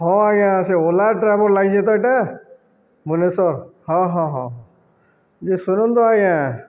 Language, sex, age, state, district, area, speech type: Odia, male, 30-45, Odisha, Balangir, urban, spontaneous